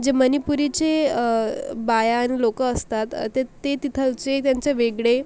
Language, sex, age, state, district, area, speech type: Marathi, female, 18-30, Maharashtra, Akola, rural, spontaneous